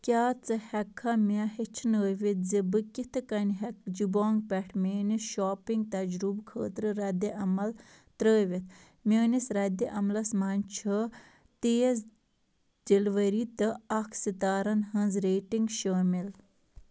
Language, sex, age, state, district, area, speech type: Kashmiri, female, 18-30, Jammu and Kashmir, Ganderbal, rural, read